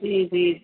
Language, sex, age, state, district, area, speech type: Urdu, female, 30-45, Uttar Pradesh, Rampur, urban, conversation